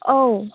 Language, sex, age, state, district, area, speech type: Bodo, female, 45-60, Assam, Chirang, rural, conversation